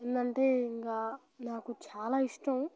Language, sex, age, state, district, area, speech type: Telugu, male, 18-30, Telangana, Nalgonda, rural, spontaneous